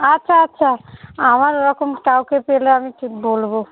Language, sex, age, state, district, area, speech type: Bengali, female, 30-45, West Bengal, Darjeeling, urban, conversation